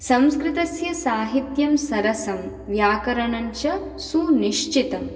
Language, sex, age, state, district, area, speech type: Sanskrit, female, 18-30, West Bengal, Dakshin Dinajpur, urban, spontaneous